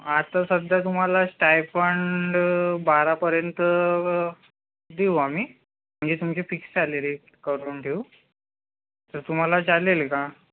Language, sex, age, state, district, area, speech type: Marathi, male, 30-45, Maharashtra, Nagpur, urban, conversation